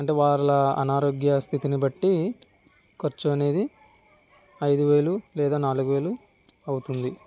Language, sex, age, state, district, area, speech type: Telugu, male, 45-60, Andhra Pradesh, East Godavari, rural, spontaneous